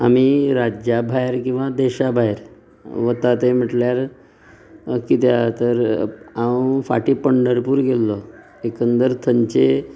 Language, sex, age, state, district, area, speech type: Goan Konkani, male, 30-45, Goa, Canacona, rural, spontaneous